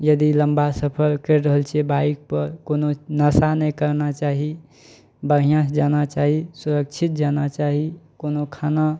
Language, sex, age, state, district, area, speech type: Maithili, male, 18-30, Bihar, Araria, rural, spontaneous